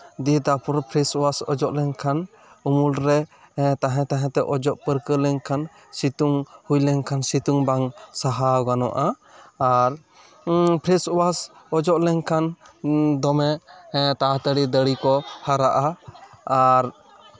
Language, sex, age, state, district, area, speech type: Santali, male, 18-30, West Bengal, Bankura, rural, spontaneous